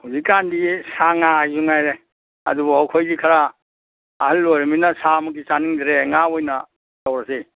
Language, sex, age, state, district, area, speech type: Manipuri, male, 60+, Manipur, Imphal East, rural, conversation